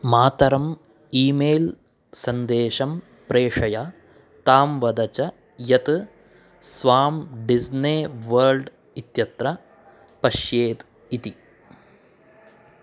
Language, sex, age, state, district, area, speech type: Sanskrit, male, 18-30, Karnataka, Chikkamagaluru, urban, read